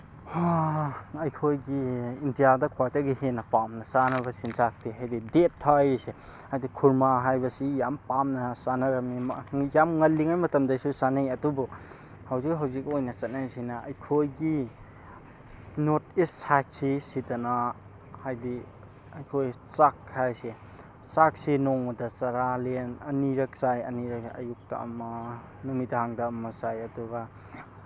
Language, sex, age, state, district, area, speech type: Manipuri, male, 18-30, Manipur, Tengnoupal, urban, spontaneous